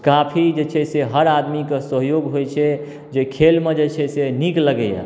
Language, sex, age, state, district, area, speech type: Maithili, male, 18-30, Bihar, Darbhanga, urban, spontaneous